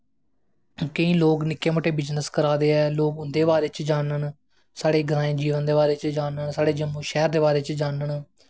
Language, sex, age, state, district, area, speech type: Dogri, male, 18-30, Jammu and Kashmir, Jammu, rural, spontaneous